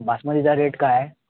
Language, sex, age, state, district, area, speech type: Marathi, male, 30-45, Maharashtra, Ratnagiri, urban, conversation